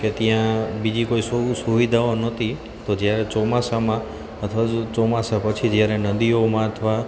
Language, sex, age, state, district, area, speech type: Gujarati, male, 30-45, Gujarat, Junagadh, urban, spontaneous